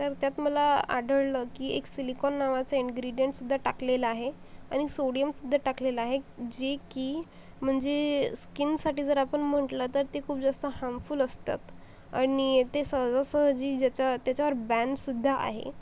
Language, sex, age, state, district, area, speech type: Marathi, female, 45-60, Maharashtra, Akola, rural, spontaneous